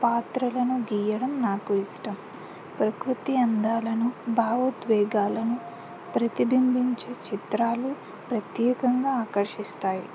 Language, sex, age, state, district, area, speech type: Telugu, female, 18-30, Andhra Pradesh, Anantapur, urban, spontaneous